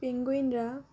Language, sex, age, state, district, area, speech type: Bengali, female, 18-30, West Bengal, Uttar Dinajpur, urban, spontaneous